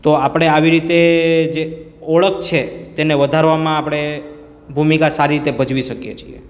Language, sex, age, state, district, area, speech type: Gujarati, male, 30-45, Gujarat, Surat, rural, spontaneous